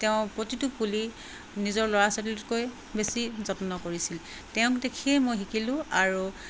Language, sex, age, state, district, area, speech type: Assamese, female, 60+, Assam, Charaideo, urban, spontaneous